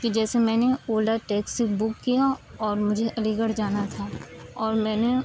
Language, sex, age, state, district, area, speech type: Urdu, female, 30-45, Uttar Pradesh, Aligarh, rural, spontaneous